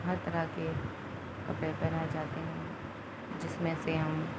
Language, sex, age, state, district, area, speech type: Urdu, female, 30-45, Uttar Pradesh, Muzaffarnagar, urban, spontaneous